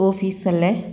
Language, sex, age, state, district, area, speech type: Malayalam, female, 45-60, Kerala, Palakkad, rural, spontaneous